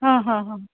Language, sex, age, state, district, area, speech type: Kannada, female, 45-60, Karnataka, Dharwad, rural, conversation